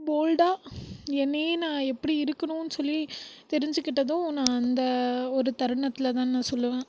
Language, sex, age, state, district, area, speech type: Tamil, female, 18-30, Tamil Nadu, Krishnagiri, rural, spontaneous